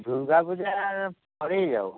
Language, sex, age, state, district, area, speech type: Bengali, male, 18-30, West Bengal, Uttar Dinajpur, rural, conversation